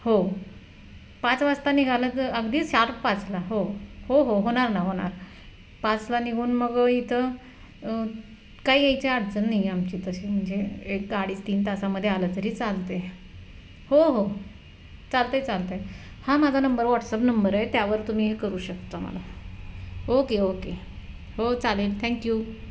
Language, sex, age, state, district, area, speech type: Marathi, female, 30-45, Maharashtra, Satara, rural, spontaneous